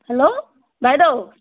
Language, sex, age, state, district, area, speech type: Assamese, female, 30-45, Assam, Morigaon, rural, conversation